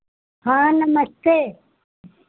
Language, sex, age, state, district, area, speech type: Hindi, female, 60+, Uttar Pradesh, Sitapur, rural, conversation